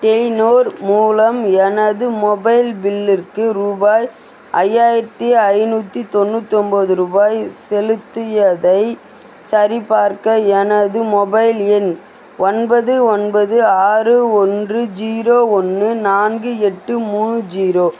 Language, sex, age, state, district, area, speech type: Tamil, female, 30-45, Tamil Nadu, Vellore, urban, read